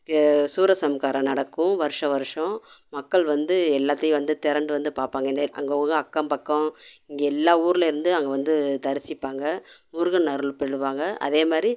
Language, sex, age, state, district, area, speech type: Tamil, female, 45-60, Tamil Nadu, Madurai, urban, spontaneous